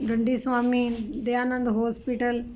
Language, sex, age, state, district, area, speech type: Punjabi, female, 60+, Punjab, Ludhiana, urban, spontaneous